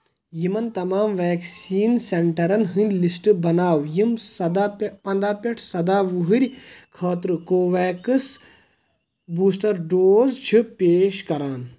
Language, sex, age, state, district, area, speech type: Kashmiri, male, 18-30, Jammu and Kashmir, Kulgam, rural, read